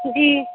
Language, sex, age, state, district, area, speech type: Urdu, female, 18-30, Bihar, Supaul, rural, conversation